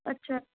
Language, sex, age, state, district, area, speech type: Punjabi, female, 18-30, Punjab, Pathankot, rural, conversation